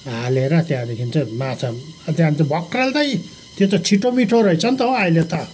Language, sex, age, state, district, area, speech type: Nepali, male, 60+, West Bengal, Kalimpong, rural, spontaneous